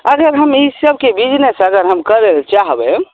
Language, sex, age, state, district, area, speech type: Maithili, male, 18-30, Bihar, Samastipur, rural, conversation